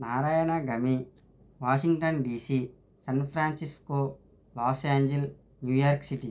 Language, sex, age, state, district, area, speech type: Telugu, male, 45-60, Andhra Pradesh, East Godavari, rural, spontaneous